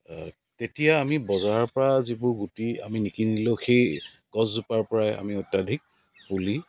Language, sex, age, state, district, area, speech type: Assamese, male, 45-60, Assam, Dibrugarh, rural, spontaneous